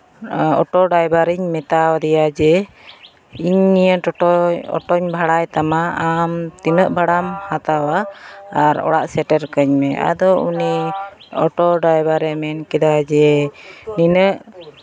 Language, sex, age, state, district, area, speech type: Santali, female, 30-45, West Bengal, Malda, rural, spontaneous